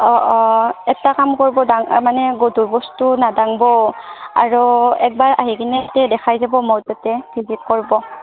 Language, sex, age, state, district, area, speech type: Assamese, female, 18-30, Assam, Barpeta, rural, conversation